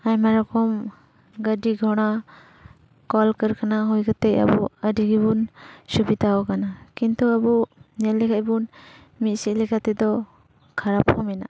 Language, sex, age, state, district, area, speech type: Santali, female, 30-45, West Bengal, Paschim Bardhaman, rural, spontaneous